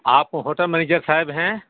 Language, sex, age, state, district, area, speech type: Urdu, male, 45-60, Bihar, Saharsa, rural, conversation